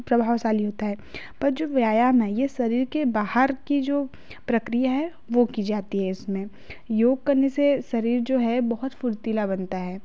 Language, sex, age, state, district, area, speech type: Hindi, female, 30-45, Madhya Pradesh, Betul, rural, spontaneous